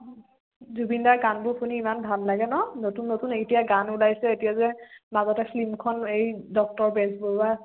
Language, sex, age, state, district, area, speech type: Assamese, female, 18-30, Assam, Biswanath, rural, conversation